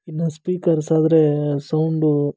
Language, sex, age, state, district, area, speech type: Kannada, male, 45-60, Karnataka, Kolar, rural, spontaneous